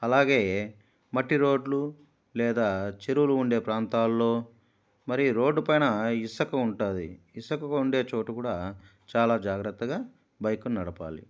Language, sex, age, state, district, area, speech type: Telugu, male, 45-60, Andhra Pradesh, Kadapa, rural, spontaneous